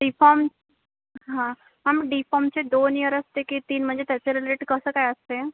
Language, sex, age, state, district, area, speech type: Marathi, female, 18-30, Maharashtra, Wardha, rural, conversation